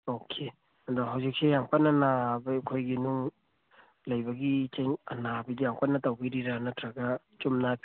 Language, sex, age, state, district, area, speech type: Manipuri, male, 30-45, Manipur, Tengnoupal, rural, conversation